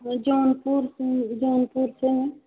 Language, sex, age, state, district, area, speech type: Hindi, female, 18-30, Uttar Pradesh, Jaunpur, urban, conversation